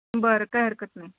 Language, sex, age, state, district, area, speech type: Marathi, female, 60+, Maharashtra, Nagpur, urban, conversation